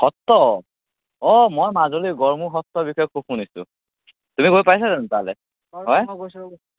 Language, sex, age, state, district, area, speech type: Assamese, male, 18-30, Assam, Majuli, rural, conversation